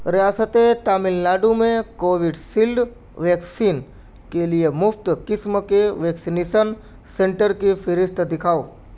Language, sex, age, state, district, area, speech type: Urdu, male, 30-45, Uttar Pradesh, Mau, urban, read